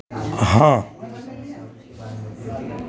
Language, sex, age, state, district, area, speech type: Hindi, male, 45-60, Bihar, Madhepura, rural, read